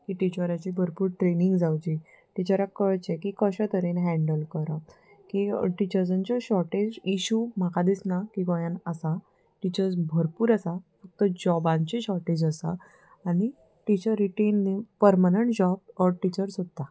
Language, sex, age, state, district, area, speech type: Goan Konkani, female, 30-45, Goa, Salcete, urban, spontaneous